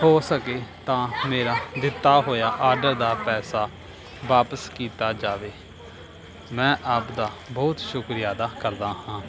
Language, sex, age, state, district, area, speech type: Punjabi, male, 30-45, Punjab, Pathankot, rural, spontaneous